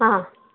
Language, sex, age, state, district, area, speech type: Kannada, female, 45-60, Karnataka, Chikkaballapur, rural, conversation